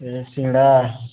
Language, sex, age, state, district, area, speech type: Odia, male, 18-30, Odisha, Nuapada, urban, conversation